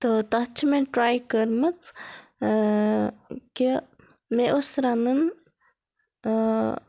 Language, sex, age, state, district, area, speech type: Kashmiri, female, 30-45, Jammu and Kashmir, Baramulla, urban, spontaneous